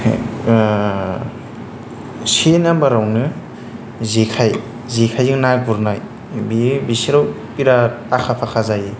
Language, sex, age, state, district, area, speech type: Bodo, male, 30-45, Assam, Kokrajhar, rural, spontaneous